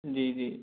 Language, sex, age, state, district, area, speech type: Hindi, male, 60+, Madhya Pradesh, Balaghat, rural, conversation